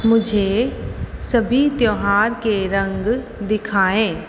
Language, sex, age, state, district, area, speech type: Hindi, female, 18-30, Rajasthan, Jodhpur, urban, read